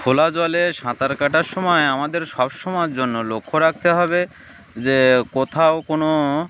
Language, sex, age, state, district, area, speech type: Bengali, male, 30-45, West Bengal, Uttar Dinajpur, urban, spontaneous